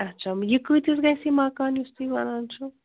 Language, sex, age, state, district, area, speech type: Kashmiri, female, 60+, Jammu and Kashmir, Srinagar, urban, conversation